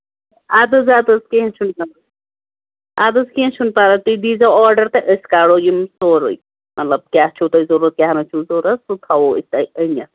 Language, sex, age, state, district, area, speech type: Kashmiri, female, 30-45, Jammu and Kashmir, Ganderbal, rural, conversation